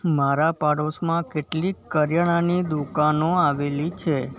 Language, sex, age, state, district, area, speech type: Gujarati, male, 18-30, Gujarat, Kutch, urban, read